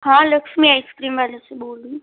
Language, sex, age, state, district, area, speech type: Hindi, female, 45-60, Rajasthan, Jodhpur, urban, conversation